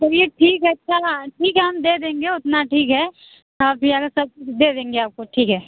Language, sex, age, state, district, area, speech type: Hindi, female, 30-45, Uttar Pradesh, Mirzapur, rural, conversation